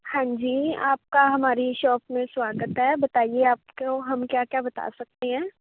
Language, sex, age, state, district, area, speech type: Punjabi, female, 18-30, Punjab, Fazilka, rural, conversation